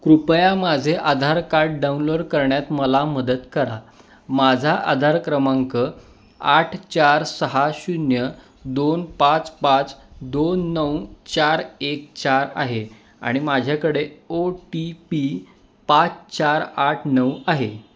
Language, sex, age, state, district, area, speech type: Marathi, male, 18-30, Maharashtra, Kolhapur, urban, read